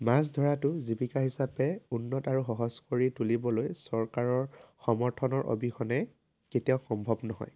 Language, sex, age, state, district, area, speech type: Assamese, male, 18-30, Assam, Dhemaji, rural, spontaneous